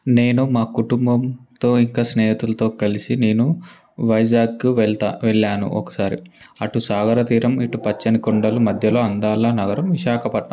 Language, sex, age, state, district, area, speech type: Telugu, male, 18-30, Telangana, Ranga Reddy, urban, spontaneous